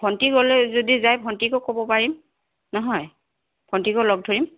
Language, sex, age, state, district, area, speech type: Assamese, female, 60+, Assam, Goalpara, urban, conversation